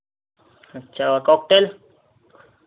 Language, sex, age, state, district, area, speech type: Hindi, male, 18-30, Madhya Pradesh, Seoni, urban, conversation